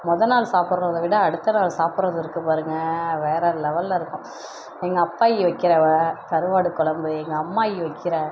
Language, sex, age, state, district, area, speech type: Tamil, female, 30-45, Tamil Nadu, Perambalur, rural, spontaneous